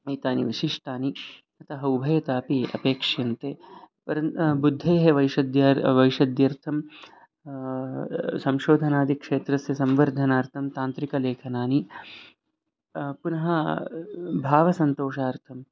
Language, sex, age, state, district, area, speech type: Sanskrit, male, 30-45, Karnataka, Bangalore Urban, urban, spontaneous